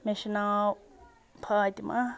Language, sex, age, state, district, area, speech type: Kashmiri, female, 45-60, Jammu and Kashmir, Ganderbal, rural, spontaneous